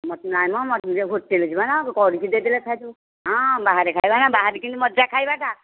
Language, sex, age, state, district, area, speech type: Odia, female, 60+, Odisha, Nayagarh, rural, conversation